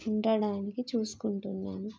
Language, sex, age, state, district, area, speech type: Telugu, female, 30-45, Telangana, Jagtial, rural, spontaneous